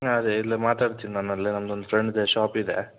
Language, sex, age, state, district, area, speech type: Kannada, male, 18-30, Karnataka, Shimoga, rural, conversation